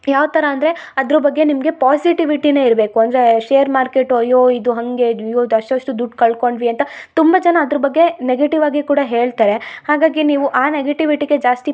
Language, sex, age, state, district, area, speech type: Kannada, female, 18-30, Karnataka, Chikkamagaluru, rural, spontaneous